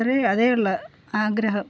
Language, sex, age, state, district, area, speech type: Malayalam, female, 45-60, Kerala, Pathanamthitta, rural, spontaneous